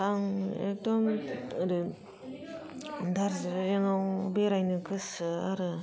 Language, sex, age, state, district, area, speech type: Bodo, female, 30-45, Assam, Kokrajhar, rural, spontaneous